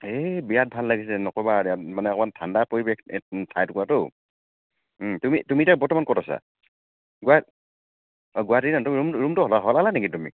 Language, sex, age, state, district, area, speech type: Assamese, male, 45-60, Assam, Tinsukia, rural, conversation